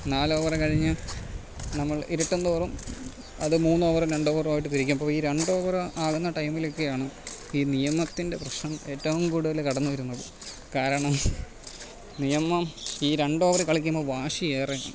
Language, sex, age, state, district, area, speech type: Malayalam, male, 30-45, Kerala, Alappuzha, rural, spontaneous